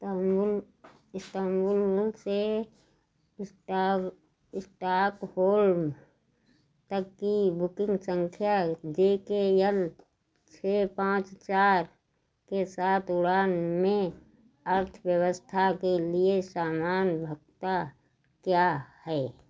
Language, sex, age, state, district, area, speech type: Hindi, female, 60+, Uttar Pradesh, Sitapur, rural, read